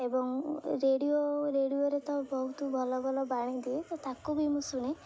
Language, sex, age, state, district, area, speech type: Odia, female, 18-30, Odisha, Jagatsinghpur, rural, spontaneous